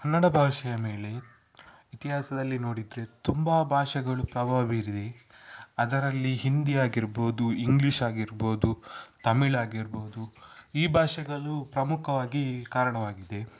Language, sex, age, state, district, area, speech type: Kannada, male, 18-30, Karnataka, Udupi, rural, spontaneous